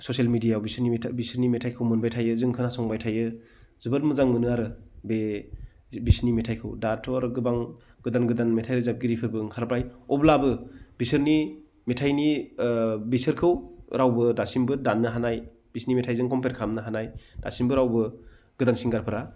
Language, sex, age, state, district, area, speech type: Bodo, male, 30-45, Assam, Baksa, rural, spontaneous